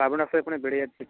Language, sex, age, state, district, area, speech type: Bengali, male, 30-45, West Bengal, Jalpaiguri, rural, conversation